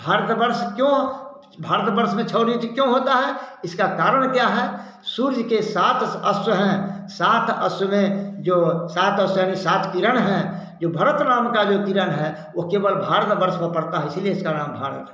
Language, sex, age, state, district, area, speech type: Hindi, male, 60+, Bihar, Samastipur, rural, spontaneous